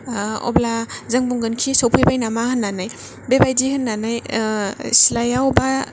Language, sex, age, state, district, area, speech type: Bodo, female, 18-30, Assam, Kokrajhar, rural, spontaneous